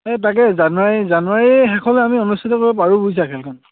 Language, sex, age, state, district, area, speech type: Assamese, male, 18-30, Assam, Charaideo, rural, conversation